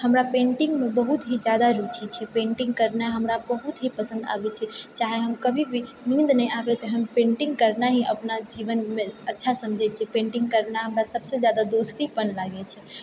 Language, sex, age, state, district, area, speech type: Maithili, female, 30-45, Bihar, Purnia, urban, spontaneous